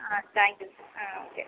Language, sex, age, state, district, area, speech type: Malayalam, female, 18-30, Kerala, Kottayam, rural, conversation